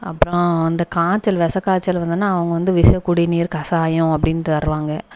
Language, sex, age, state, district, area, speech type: Tamil, female, 30-45, Tamil Nadu, Thoothukudi, rural, spontaneous